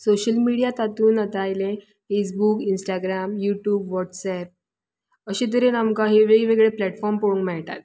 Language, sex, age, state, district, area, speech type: Goan Konkani, female, 30-45, Goa, Tiswadi, rural, spontaneous